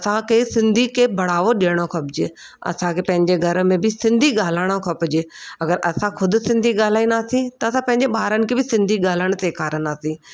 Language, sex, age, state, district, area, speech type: Sindhi, female, 30-45, Delhi, South Delhi, urban, spontaneous